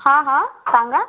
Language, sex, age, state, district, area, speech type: Marathi, female, 18-30, Maharashtra, Washim, urban, conversation